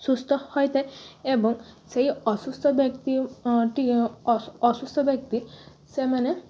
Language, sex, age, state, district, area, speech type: Odia, female, 18-30, Odisha, Balasore, rural, spontaneous